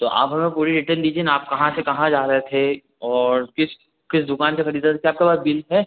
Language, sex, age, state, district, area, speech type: Hindi, male, 18-30, Madhya Pradesh, Betul, urban, conversation